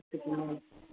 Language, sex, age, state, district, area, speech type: Hindi, male, 45-60, Uttar Pradesh, Sitapur, rural, conversation